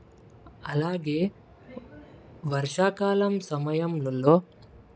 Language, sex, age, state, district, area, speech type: Telugu, male, 18-30, Telangana, Medak, rural, spontaneous